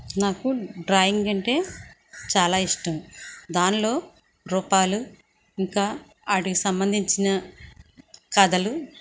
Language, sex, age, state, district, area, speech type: Telugu, female, 45-60, Andhra Pradesh, Krishna, rural, spontaneous